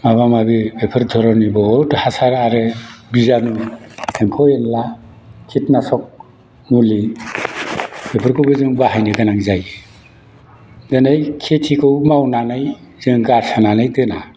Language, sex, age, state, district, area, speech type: Bodo, male, 60+, Assam, Udalguri, rural, spontaneous